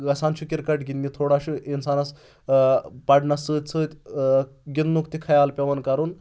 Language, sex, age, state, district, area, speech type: Kashmiri, male, 18-30, Jammu and Kashmir, Anantnag, rural, spontaneous